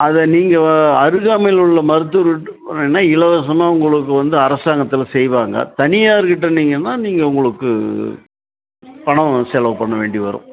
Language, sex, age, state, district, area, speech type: Tamil, male, 60+, Tamil Nadu, Dharmapuri, rural, conversation